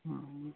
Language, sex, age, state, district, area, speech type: Assamese, male, 60+, Assam, Goalpara, urban, conversation